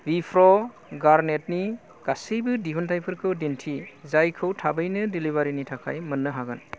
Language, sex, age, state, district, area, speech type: Bodo, male, 45-60, Assam, Kokrajhar, rural, read